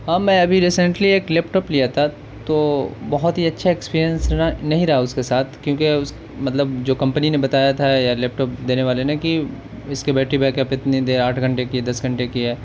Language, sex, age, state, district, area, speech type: Urdu, male, 30-45, Delhi, South Delhi, urban, spontaneous